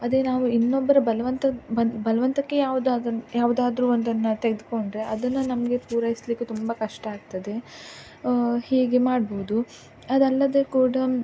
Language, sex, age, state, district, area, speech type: Kannada, female, 18-30, Karnataka, Dakshina Kannada, rural, spontaneous